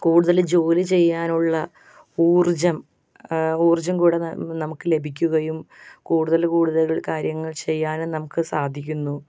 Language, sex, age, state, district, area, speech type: Malayalam, female, 30-45, Kerala, Alappuzha, rural, spontaneous